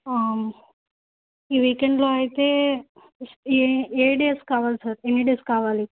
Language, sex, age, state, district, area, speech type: Telugu, female, 30-45, Andhra Pradesh, Nandyal, rural, conversation